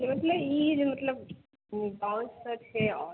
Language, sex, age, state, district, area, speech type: Maithili, female, 18-30, Bihar, Madhubani, rural, conversation